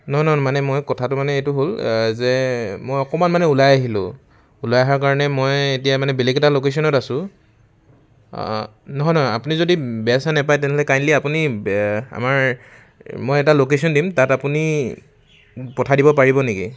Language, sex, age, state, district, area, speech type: Assamese, male, 18-30, Assam, Charaideo, urban, spontaneous